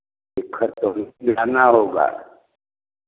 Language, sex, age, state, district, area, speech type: Hindi, male, 60+, Uttar Pradesh, Varanasi, rural, conversation